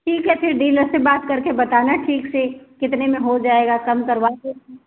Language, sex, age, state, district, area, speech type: Hindi, female, 45-60, Uttar Pradesh, Ayodhya, rural, conversation